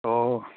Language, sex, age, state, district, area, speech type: Manipuri, male, 30-45, Manipur, Senapati, rural, conversation